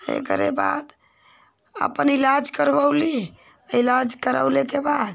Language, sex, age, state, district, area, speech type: Hindi, female, 45-60, Uttar Pradesh, Ghazipur, rural, spontaneous